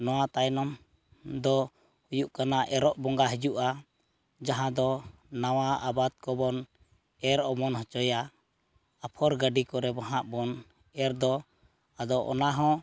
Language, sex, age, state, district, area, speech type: Santali, male, 45-60, West Bengal, Purulia, rural, spontaneous